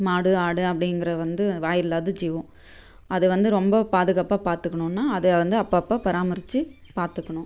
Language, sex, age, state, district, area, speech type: Tamil, female, 30-45, Tamil Nadu, Tirupattur, rural, spontaneous